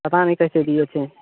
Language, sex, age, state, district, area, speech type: Hindi, male, 18-30, Uttar Pradesh, Mirzapur, rural, conversation